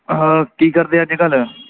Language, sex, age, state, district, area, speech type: Punjabi, male, 30-45, Punjab, Kapurthala, urban, conversation